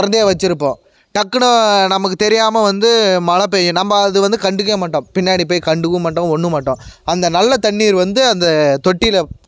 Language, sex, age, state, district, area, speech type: Tamil, male, 18-30, Tamil Nadu, Kallakurichi, urban, spontaneous